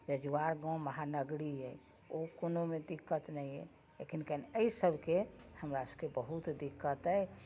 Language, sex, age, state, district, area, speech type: Maithili, female, 60+, Bihar, Muzaffarpur, rural, spontaneous